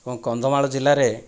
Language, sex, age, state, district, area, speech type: Odia, male, 30-45, Odisha, Kandhamal, rural, spontaneous